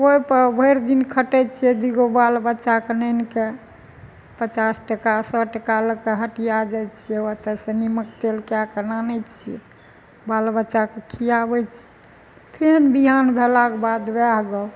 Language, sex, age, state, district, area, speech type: Maithili, female, 60+, Bihar, Madhepura, urban, spontaneous